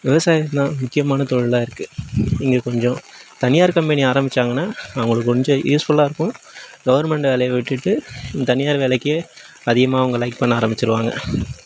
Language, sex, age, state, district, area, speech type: Tamil, male, 18-30, Tamil Nadu, Nagapattinam, urban, spontaneous